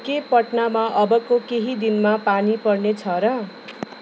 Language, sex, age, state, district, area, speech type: Nepali, female, 30-45, West Bengal, Darjeeling, rural, read